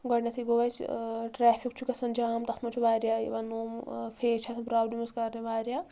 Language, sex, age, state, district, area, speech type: Kashmiri, female, 18-30, Jammu and Kashmir, Anantnag, rural, spontaneous